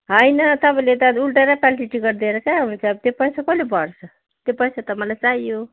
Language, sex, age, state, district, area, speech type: Nepali, female, 45-60, West Bengal, Kalimpong, rural, conversation